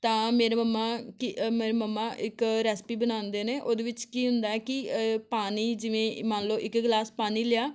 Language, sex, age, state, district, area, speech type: Punjabi, female, 18-30, Punjab, Amritsar, urban, spontaneous